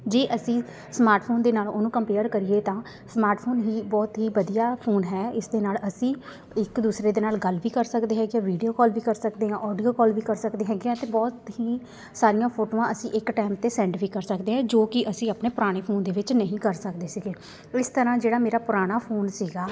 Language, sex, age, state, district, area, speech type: Punjabi, female, 18-30, Punjab, Shaheed Bhagat Singh Nagar, urban, spontaneous